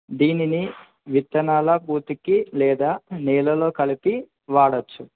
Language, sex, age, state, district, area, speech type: Telugu, male, 18-30, Andhra Pradesh, Kadapa, urban, conversation